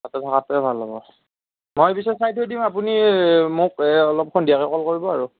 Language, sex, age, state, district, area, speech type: Assamese, male, 45-60, Assam, Darrang, rural, conversation